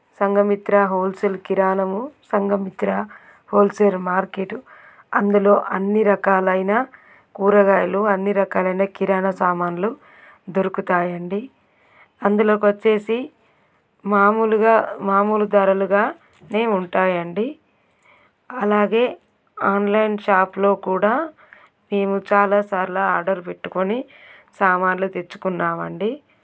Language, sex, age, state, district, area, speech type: Telugu, female, 30-45, Telangana, Peddapalli, urban, spontaneous